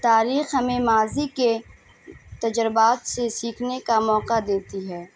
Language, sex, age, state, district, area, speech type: Urdu, female, 18-30, Bihar, Madhubani, urban, spontaneous